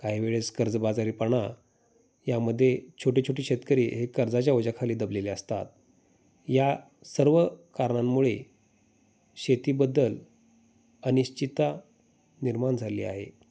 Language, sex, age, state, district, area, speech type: Marathi, male, 30-45, Maharashtra, Osmanabad, rural, spontaneous